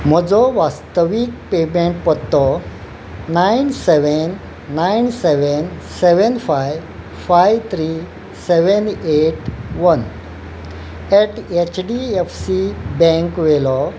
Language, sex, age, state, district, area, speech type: Goan Konkani, male, 60+, Goa, Quepem, rural, read